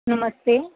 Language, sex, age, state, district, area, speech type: Punjabi, female, 18-30, Punjab, Firozpur, rural, conversation